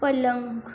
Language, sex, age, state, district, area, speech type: Hindi, female, 45-60, Rajasthan, Jodhpur, urban, read